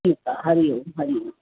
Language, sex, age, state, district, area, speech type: Sindhi, female, 60+, Uttar Pradesh, Lucknow, urban, conversation